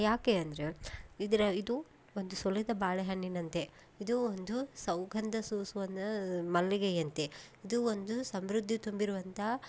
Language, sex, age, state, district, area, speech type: Kannada, female, 30-45, Karnataka, Koppal, urban, spontaneous